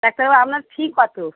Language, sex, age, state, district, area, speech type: Bengali, female, 30-45, West Bengal, North 24 Parganas, urban, conversation